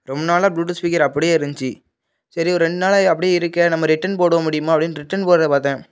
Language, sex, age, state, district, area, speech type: Tamil, male, 18-30, Tamil Nadu, Thoothukudi, urban, spontaneous